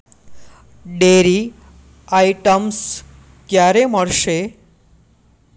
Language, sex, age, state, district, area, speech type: Gujarati, male, 18-30, Gujarat, Anand, urban, read